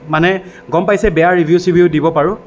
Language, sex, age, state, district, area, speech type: Assamese, male, 18-30, Assam, Darrang, rural, spontaneous